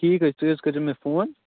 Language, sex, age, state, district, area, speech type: Kashmiri, male, 18-30, Jammu and Kashmir, Kupwara, rural, conversation